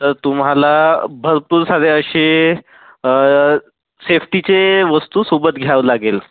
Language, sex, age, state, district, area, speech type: Marathi, female, 18-30, Maharashtra, Bhandara, urban, conversation